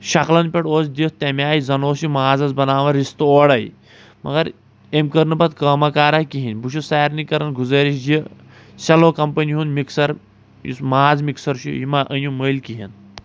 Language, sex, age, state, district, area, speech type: Kashmiri, male, 45-60, Jammu and Kashmir, Kulgam, rural, spontaneous